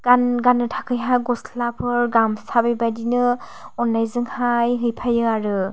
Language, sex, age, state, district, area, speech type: Bodo, female, 45-60, Assam, Chirang, rural, spontaneous